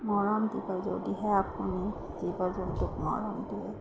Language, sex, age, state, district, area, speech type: Assamese, female, 45-60, Assam, Darrang, rural, spontaneous